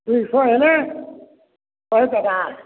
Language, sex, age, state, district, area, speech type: Odia, male, 60+, Odisha, Balangir, urban, conversation